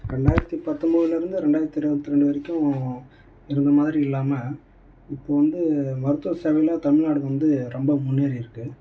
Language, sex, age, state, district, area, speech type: Tamil, male, 18-30, Tamil Nadu, Tiruvannamalai, urban, spontaneous